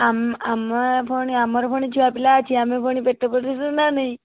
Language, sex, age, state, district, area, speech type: Odia, female, 30-45, Odisha, Bhadrak, rural, conversation